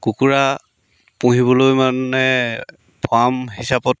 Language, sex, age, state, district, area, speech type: Assamese, male, 30-45, Assam, Sivasagar, rural, spontaneous